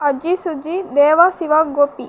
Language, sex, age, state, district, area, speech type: Tamil, female, 18-30, Tamil Nadu, Cuddalore, rural, spontaneous